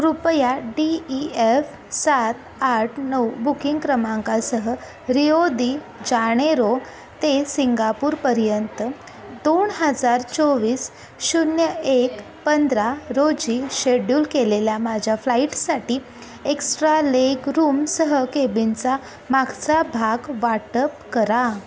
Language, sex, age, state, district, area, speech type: Marathi, female, 18-30, Maharashtra, Kolhapur, rural, read